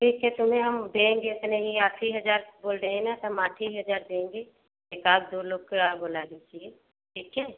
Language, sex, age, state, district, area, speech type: Hindi, female, 18-30, Uttar Pradesh, Prayagraj, rural, conversation